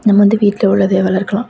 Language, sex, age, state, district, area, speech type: Tamil, female, 18-30, Tamil Nadu, Thanjavur, urban, spontaneous